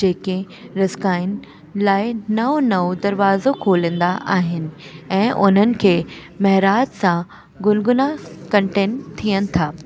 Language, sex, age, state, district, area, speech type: Sindhi, female, 18-30, Delhi, South Delhi, urban, spontaneous